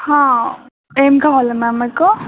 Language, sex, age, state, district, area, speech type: Telugu, female, 18-30, Telangana, Nagarkurnool, urban, conversation